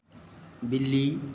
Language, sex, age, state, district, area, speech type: Hindi, male, 30-45, Madhya Pradesh, Hoshangabad, rural, read